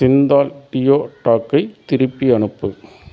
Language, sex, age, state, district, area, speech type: Tamil, male, 30-45, Tamil Nadu, Dharmapuri, urban, read